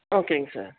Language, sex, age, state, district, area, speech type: Tamil, female, 30-45, Tamil Nadu, Dharmapuri, rural, conversation